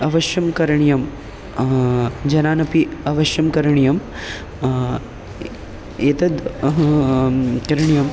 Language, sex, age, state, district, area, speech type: Sanskrit, male, 18-30, Maharashtra, Chandrapur, rural, spontaneous